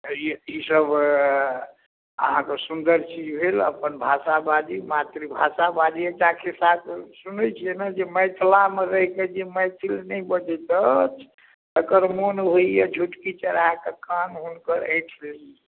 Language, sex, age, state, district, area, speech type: Maithili, male, 45-60, Bihar, Darbhanga, rural, conversation